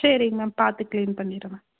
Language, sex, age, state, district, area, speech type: Tamil, female, 30-45, Tamil Nadu, Madurai, urban, conversation